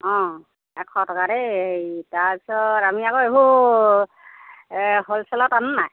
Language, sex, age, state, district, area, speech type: Assamese, female, 60+, Assam, Golaghat, rural, conversation